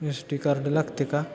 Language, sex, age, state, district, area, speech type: Marathi, male, 18-30, Maharashtra, Satara, urban, spontaneous